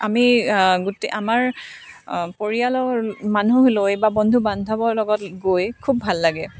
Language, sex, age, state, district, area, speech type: Assamese, female, 30-45, Assam, Dibrugarh, urban, spontaneous